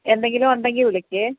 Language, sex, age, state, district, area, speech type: Malayalam, female, 18-30, Kerala, Wayanad, rural, conversation